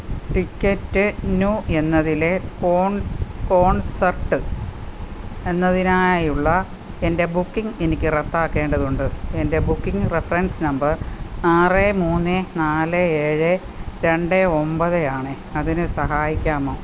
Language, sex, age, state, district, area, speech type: Malayalam, female, 45-60, Kerala, Kottayam, urban, read